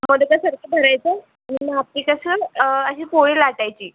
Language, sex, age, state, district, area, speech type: Marathi, female, 18-30, Maharashtra, Buldhana, rural, conversation